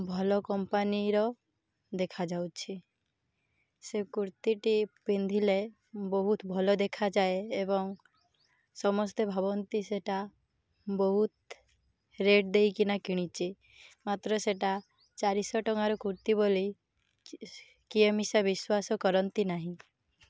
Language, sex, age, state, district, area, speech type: Odia, female, 18-30, Odisha, Malkangiri, urban, spontaneous